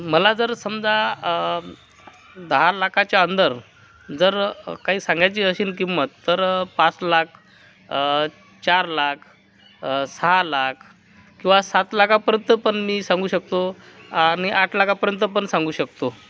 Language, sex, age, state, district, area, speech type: Marathi, male, 45-60, Maharashtra, Akola, rural, spontaneous